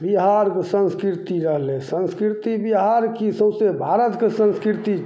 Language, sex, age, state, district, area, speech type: Maithili, male, 60+, Bihar, Begusarai, urban, spontaneous